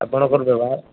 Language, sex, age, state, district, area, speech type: Odia, male, 30-45, Odisha, Kendujhar, urban, conversation